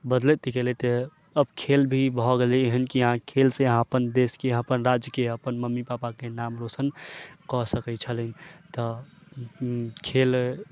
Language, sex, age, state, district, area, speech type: Maithili, male, 30-45, Bihar, Sitamarhi, rural, spontaneous